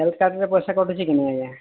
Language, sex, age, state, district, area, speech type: Odia, male, 45-60, Odisha, Sambalpur, rural, conversation